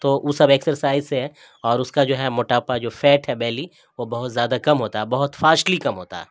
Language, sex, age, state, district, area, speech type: Urdu, male, 60+, Bihar, Darbhanga, rural, spontaneous